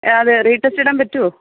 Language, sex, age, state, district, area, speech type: Malayalam, female, 45-60, Kerala, Thiruvananthapuram, rural, conversation